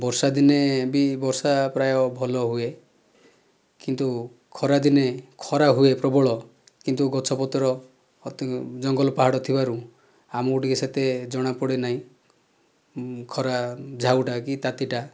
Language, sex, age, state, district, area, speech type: Odia, male, 30-45, Odisha, Kandhamal, rural, spontaneous